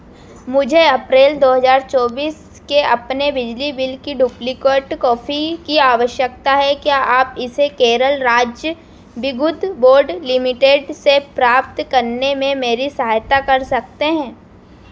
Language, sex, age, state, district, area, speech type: Hindi, female, 18-30, Madhya Pradesh, Harda, urban, read